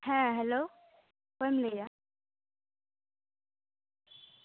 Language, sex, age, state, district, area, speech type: Santali, female, 18-30, West Bengal, Purba Bardhaman, rural, conversation